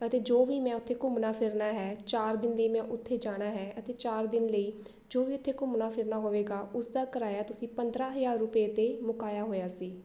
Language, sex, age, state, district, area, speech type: Punjabi, female, 18-30, Punjab, Shaheed Bhagat Singh Nagar, urban, spontaneous